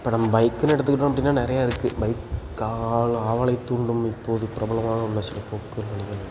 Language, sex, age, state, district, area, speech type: Tamil, male, 18-30, Tamil Nadu, Tiruchirappalli, rural, spontaneous